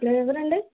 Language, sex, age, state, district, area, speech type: Telugu, female, 18-30, Andhra Pradesh, Nellore, urban, conversation